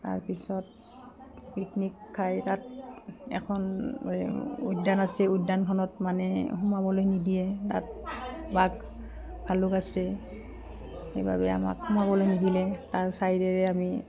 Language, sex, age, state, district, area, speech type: Assamese, female, 45-60, Assam, Udalguri, rural, spontaneous